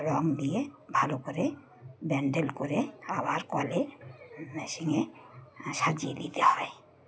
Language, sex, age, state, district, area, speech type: Bengali, female, 60+, West Bengal, Uttar Dinajpur, urban, spontaneous